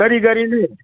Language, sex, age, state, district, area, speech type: Manipuri, male, 45-60, Manipur, Kangpokpi, urban, conversation